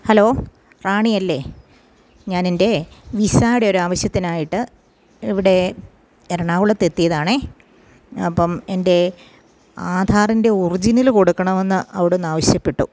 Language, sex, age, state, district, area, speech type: Malayalam, female, 45-60, Kerala, Kottayam, rural, spontaneous